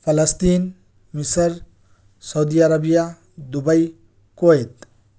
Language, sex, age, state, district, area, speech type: Urdu, male, 30-45, Telangana, Hyderabad, urban, spontaneous